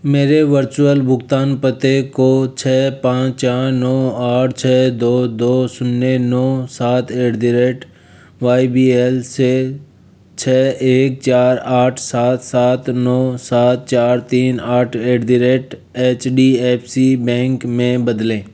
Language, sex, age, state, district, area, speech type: Hindi, male, 30-45, Rajasthan, Jaipur, urban, read